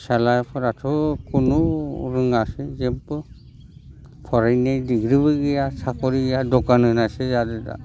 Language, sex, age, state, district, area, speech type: Bodo, male, 60+, Assam, Udalguri, rural, spontaneous